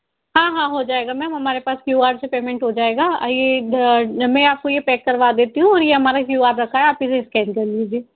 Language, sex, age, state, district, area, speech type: Hindi, female, 18-30, Madhya Pradesh, Indore, urban, conversation